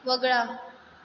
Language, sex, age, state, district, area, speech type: Marathi, female, 30-45, Maharashtra, Mumbai Suburban, urban, read